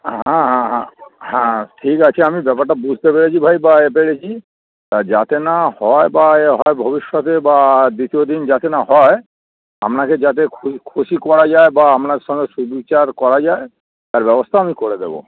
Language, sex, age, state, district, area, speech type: Bengali, male, 30-45, West Bengal, Darjeeling, rural, conversation